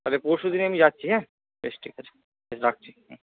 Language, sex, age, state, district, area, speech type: Bengali, male, 18-30, West Bengal, Purba Bardhaman, urban, conversation